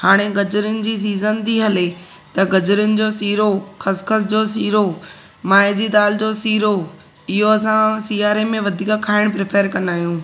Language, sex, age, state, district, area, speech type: Sindhi, female, 18-30, Gujarat, Surat, urban, spontaneous